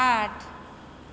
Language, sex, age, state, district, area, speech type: Maithili, female, 45-60, Bihar, Supaul, urban, read